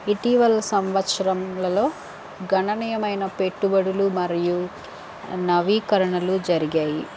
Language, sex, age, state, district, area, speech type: Telugu, female, 30-45, Andhra Pradesh, Chittoor, urban, spontaneous